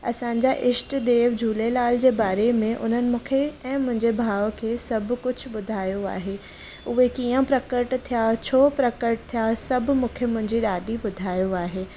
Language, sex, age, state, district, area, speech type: Sindhi, female, 18-30, Maharashtra, Mumbai Suburban, rural, spontaneous